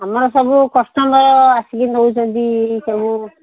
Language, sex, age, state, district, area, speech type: Odia, female, 60+, Odisha, Gajapati, rural, conversation